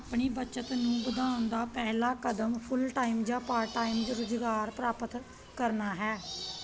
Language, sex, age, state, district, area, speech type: Punjabi, female, 30-45, Punjab, Pathankot, rural, read